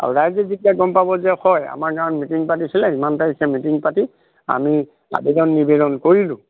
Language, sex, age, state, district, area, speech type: Assamese, male, 30-45, Assam, Lakhimpur, urban, conversation